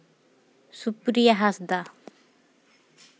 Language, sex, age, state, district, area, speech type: Santali, female, 18-30, West Bengal, Paschim Bardhaman, rural, spontaneous